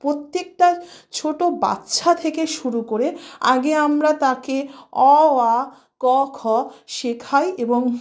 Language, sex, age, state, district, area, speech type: Bengali, female, 30-45, West Bengal, South 24 Parganas, rural, spontaneous